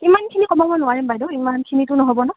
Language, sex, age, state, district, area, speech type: Assamese, female, 18-30, Assam, Kamrup Metropolitan, urban, conversation